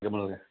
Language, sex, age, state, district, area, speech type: Tamil, male, 45-60, Tamil Nadu, Dharmapuri, urban, conversation